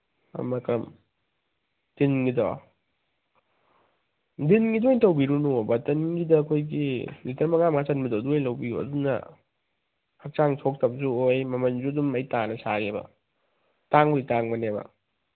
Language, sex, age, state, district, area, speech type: Manipuri, male, 30-45, Manipur, Thoubal, rural, conversation